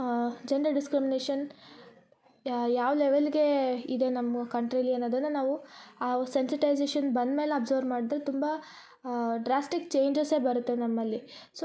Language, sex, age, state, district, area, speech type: Kannada, female, 18-30, Karnataka, Koppal, rural, spontaneous